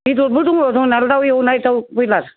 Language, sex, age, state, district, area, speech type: Bodo, female, 60+, Assam, Udalguri, rural, conversation